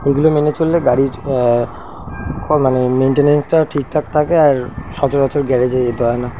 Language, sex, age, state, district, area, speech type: Bengali, male, 30-45, West Bengal, Kolkata, urban, spontaneous